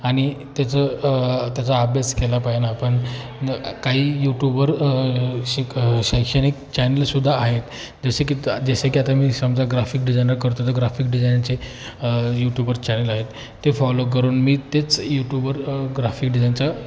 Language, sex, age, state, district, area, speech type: Marathi, male, 18-30, Maharashtra, Jalna, rural, spontaneous